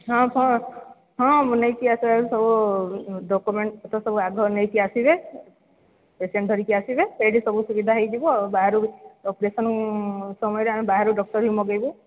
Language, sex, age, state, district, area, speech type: Odia, female, 30-45, Odisha, Sambalpur, rural, conversation